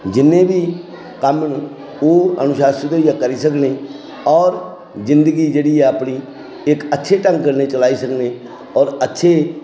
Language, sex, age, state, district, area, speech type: Dogri, male, 60+, Jammu and Kashmir, Samba, rural, spontaneous